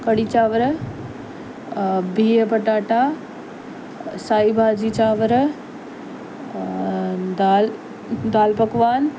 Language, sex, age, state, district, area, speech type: Sindhi, female, 30-45, Delhi, South Delhi, urban, spontaneous